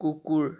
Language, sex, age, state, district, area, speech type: Assamese, male, 18-30, Assam, Biswanath, rural, read